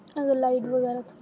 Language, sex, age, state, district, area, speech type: Dogri, female, 18-30, Jammu and Kashmir, Jammu, rural, spontaneous